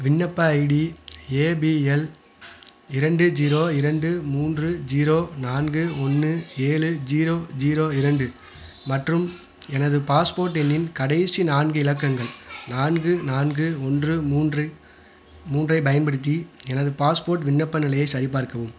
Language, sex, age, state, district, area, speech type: Tamil, male, 30-45, Tamil Nadu, Madurai, rural, read